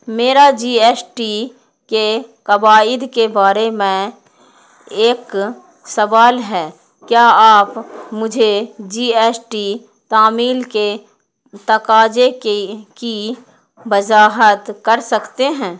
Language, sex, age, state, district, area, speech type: Urdu, female, 45-60, Bihar, Khagaria, rural, read